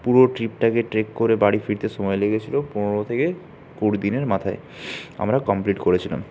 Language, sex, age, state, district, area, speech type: Bengali, male, 60+, West Bengal, Purulia, urban, spontaneous